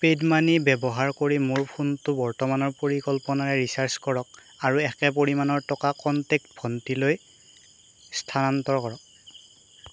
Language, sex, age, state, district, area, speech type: Assamese, male, 18-30, Assam, Darrang, rural, read